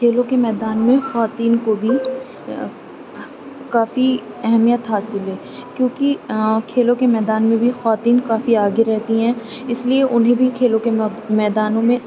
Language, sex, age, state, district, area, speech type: Urdu, female, 18-30, Uttar Pradesh, Aligarh, urban, spontaneous